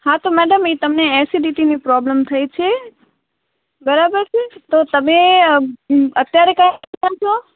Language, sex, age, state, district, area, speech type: Gujarati, female, 18-30, Gujarat, Kutch, rural, conversation